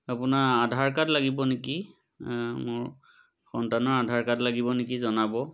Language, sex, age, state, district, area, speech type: Assamese, male, 30-45, Assam, Majuli, urban, spontaneous